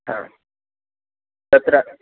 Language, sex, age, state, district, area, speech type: Sanskrit, male, 18-30, Karnataka, Uttara Kannada, rural, conversation